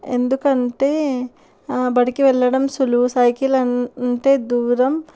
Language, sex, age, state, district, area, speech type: Telugu, female, 18-30, Andhra Pradesh, Kurnool, urban, spontaneous